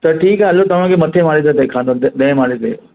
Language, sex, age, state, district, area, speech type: Sindhi, male, 45-60, Maharashtra, Mumbai Suburban, urban, conversation